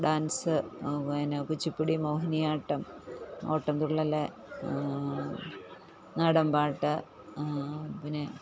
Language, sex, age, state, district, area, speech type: Malayalam, female, 45-60, Kerala, Pathanamthitta, rural, spontaneous